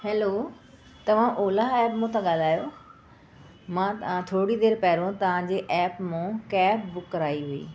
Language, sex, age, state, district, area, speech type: Sindhi, female, 45-60, Delhi, South Delhi, urban, spontaneous